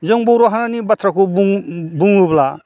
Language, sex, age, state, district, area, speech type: Bodo, male, 60+, Assam, Chirang, rural, spontaneous